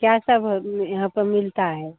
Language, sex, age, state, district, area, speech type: Hindi, female, 45-60, Bihar, Begusarai, rural, conversation